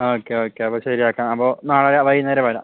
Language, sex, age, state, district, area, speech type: Malayalam, male, 18-30, Kerala, Kasaragod, rural, conversation